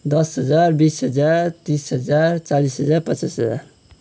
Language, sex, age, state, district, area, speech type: Nepali, male, 30-45, West Bengal, Kalimpong, rural, spontaneous